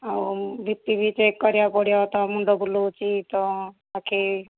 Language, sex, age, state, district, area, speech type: Odia, female, 45-60, Odisha, Ganjam, urban, conversation